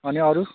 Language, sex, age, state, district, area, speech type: Nepali, male, 30-45, West Bengal, Kalimpong, rural, conversation